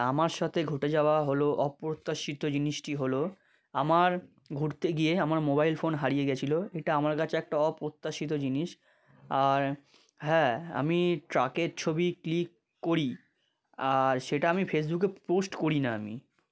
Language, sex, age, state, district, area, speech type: Bengali, male, 30-45, West Bengal, South 24 Parganas, rural, spontaneous